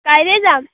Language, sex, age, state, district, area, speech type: Assamese, female, 18-30, Assam, Dhemaji, rural, conversation